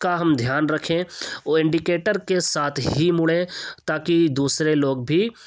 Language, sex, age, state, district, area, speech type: Urdu, male, 18-30, Uttar Pradesh, Ghaziabad, urban, spontaneous